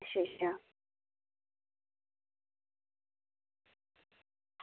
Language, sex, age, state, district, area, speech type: Dogri, female, 18-30, Jammu and Kashmir, Udhampur, rural, conversation